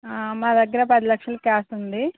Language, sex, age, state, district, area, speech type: Telugu, female, 30-45, Telangana, Hyderabad, urban, conversation